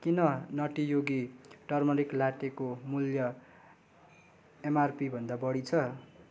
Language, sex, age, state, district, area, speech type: Nepali, male, 18-30, West Bengal, Darjeeling, rural, read